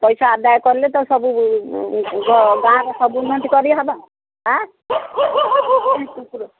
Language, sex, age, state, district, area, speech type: Odia, female, 60+, Odisha, Gajapati, rural, conversation